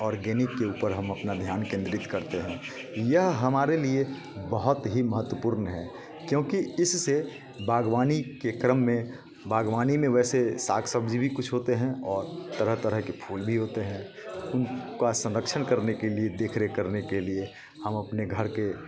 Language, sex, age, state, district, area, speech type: Hindi, male, 45-60, Bihar, Muzaffarpur, urban, spontaneous